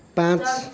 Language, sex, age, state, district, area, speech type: Nepali, male, 45-60, West Bengal, Kalimpong, rural, read